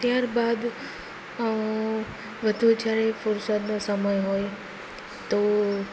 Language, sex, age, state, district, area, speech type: Gujarati, female, 18-30, Gujarat, Rajkot, rural, spontaneous